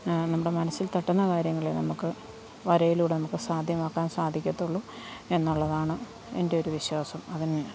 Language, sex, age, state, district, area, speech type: Malayalam, female, 30-45, Kerala, Alappuzha, rural, spontaneous